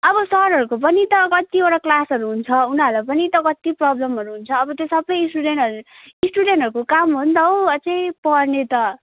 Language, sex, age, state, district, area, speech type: Nepali, female, 18-30, West Bengal, Kalimpong, rural, conversation